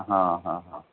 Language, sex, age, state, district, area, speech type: Sindhi, male, 45-60, Uttar Pradesh, Lucknow, rural, conversation